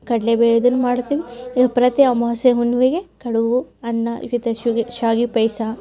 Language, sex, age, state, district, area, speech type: Kannada, female, 30-45, Karnataka, Gadag, rural, spontaneous